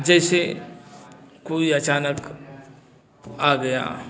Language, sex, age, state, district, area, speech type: Hindi, male, 60+, Uttar Pradesh, Bhadohi, urban, spontaneous